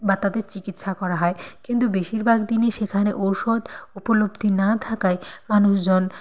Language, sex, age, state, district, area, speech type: Bengali, female, 18-30, West Bengal, Nadia, rural, spontaneous